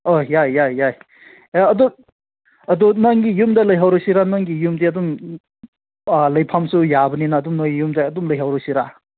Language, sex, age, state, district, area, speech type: Manipuri, male, 18-30, Manipur, Senapati, rural, conversation